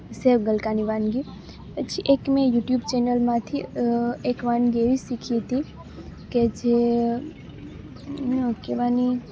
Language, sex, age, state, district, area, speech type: Gujarati, female, 18-30, Gujarat, Junagadh, rural, spontaneous